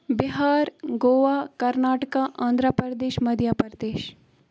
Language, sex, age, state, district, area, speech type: Kashmiri, female, 30-45, Jammu and Kashmir, Baramulla, rural, spontaneous